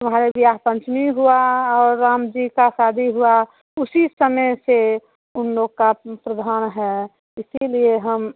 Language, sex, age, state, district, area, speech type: Hindi, female, 30-45, Bihar, Muzaffarpur, rural, conversation